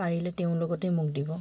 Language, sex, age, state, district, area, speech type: Assamese, female, 30-45, Assam, Charaideo, urban, spontaneous